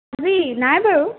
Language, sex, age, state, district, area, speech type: Assamese, female, 18-30, Assam, Jorhat, urban, conversation